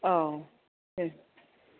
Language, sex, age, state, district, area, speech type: Bodo, female, 45-60, Assam, Kokrajhar, urban, conversation